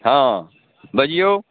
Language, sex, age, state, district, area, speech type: Maithili, male, 45-60, Bihar, Darbhanga, rural, conversation